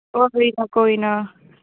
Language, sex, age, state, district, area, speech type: Dogri, female, 18-30, Jammu and Kashmir, Samba, rural, conversation